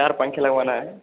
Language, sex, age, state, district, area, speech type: Hindi, male, 18-30, Uttar Pradesh, Azamgarh, rural, conversation